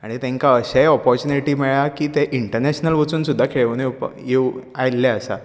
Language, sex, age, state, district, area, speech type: Goan Konkani, male, 18-30, Goa, Bardez, urban, spontaneous